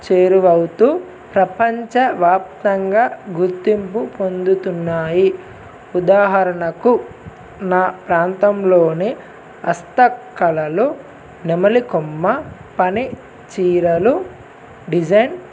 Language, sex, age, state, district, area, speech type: Telugu, male, 18-30, Telangana, Adilabad, urban, spontaneous